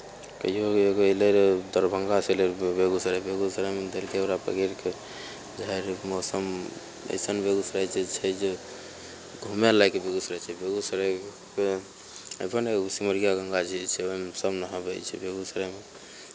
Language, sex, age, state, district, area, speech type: Maithili, male, 30-45, Bihar, Begusarai, urban, spontaneous